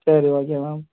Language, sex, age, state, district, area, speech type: Tamil, male, 30-45, Tamil Nadu, Cuddalore, urban, conversation